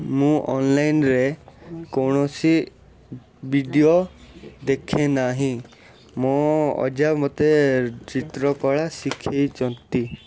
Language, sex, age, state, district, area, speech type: Odia, male, 18-30, Odisha, Cuttack, urban, spontaneous